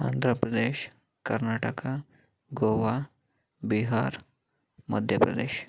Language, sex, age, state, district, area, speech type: Kannada, male, 30-45, Karnataka, Chitradurga, urban, spontaneous